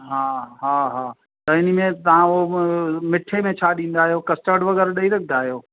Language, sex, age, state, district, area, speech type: Sindhi, male, 60+, Uttar Pradesh, Lucknow, urban, conversation